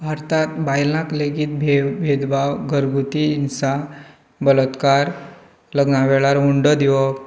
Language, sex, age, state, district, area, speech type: Goan Konkani, male, 18-30, Goa, Canacona, rural, spontaneous